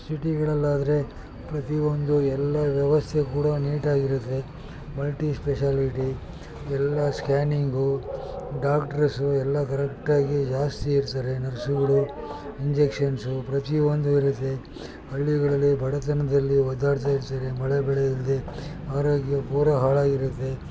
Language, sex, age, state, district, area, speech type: Kannada, male, 60+, Karnataka, Mysore, rural, spontaneous